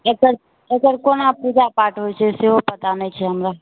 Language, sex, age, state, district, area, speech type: Maithili, female, 45-60, Bihar, Supaul, urban, conversation